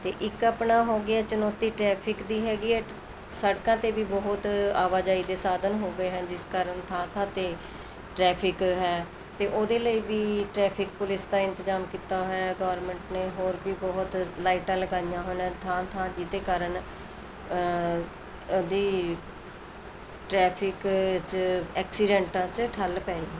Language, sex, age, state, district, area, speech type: Punjabi, female, 45-60, Punjab, Mohali, urban, spontaneous